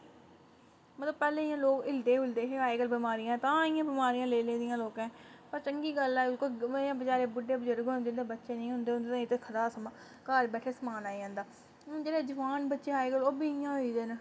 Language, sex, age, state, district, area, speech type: Dogri, female, 30-45, Jammu and Kashmir, Samba, rural, spontaneous